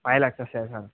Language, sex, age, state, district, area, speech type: Telugu, male, 30-45, Andhra Pradesh, Visakhapatnam, rural, conversation